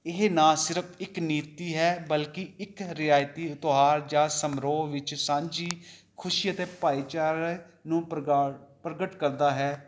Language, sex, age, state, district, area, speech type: Punjabi, male, 45-60, Punjab, Jalandhar, urban, spontaneous